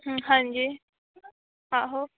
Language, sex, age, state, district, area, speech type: Dogri, female, 18-30, Jammu and Kashmir, Samba, rural, conversation